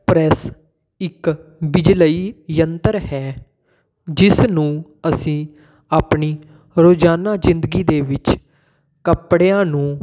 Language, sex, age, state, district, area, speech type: Punjabi, male, 18-30, Punjab, Patiala, urban, spontaneous